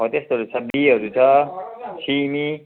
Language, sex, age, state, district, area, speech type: Nepali, male, 45-60, West Bengal, Kalimpong, rural, conversation